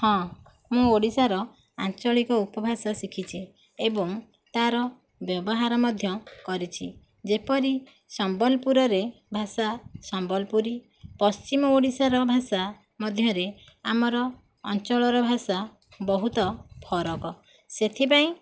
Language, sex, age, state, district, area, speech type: Odia, female, 30-45, Odisha, Nayagarh, rural, spontaneous